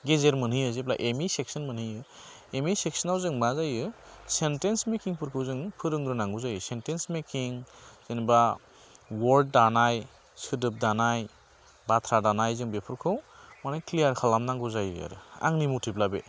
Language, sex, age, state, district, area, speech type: Bodo, male, 18-30, Assam, Baksa, rural, spontaneous